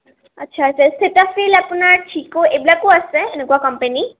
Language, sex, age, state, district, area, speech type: Assamese, female, 18-30, Assam, Nalbari, rural, conversation